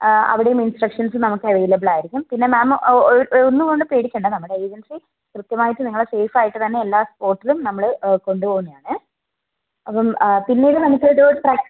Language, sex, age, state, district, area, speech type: Malayalam, female, 18-30, Kerala, Wayanad, rural, conversation